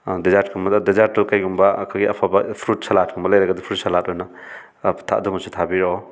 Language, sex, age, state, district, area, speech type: Manipuri, male, 30-45, Manipur, Thoubal, rural, spontaneous